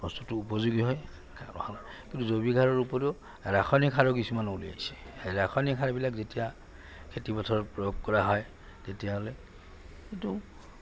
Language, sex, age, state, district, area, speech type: Assamese, male, 60+, Assam, Goalpara, urban, spontaneous